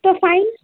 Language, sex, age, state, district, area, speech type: Hindi, female, 18-30, Uttar Pradesh, Jaunpur, urban, conversation